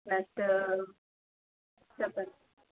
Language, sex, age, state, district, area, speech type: Telugu, female, 45-60, Telangana, Mancherial, rural, conversation